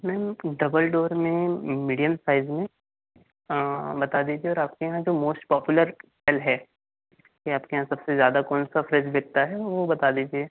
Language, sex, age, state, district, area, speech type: Hindi, male, 18-30, Madhya Pradesh, Betul, urban, conversation